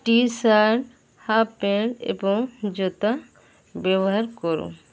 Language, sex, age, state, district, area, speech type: Odia, female, 45-60, Odisha, Sundergarh, urban, spontaneous